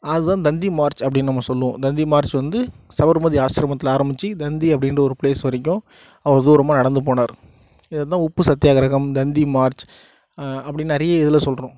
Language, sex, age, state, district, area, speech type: Tamil, male, 18-30, Tamil Nadu, Nagapattinam, rural, spontaneous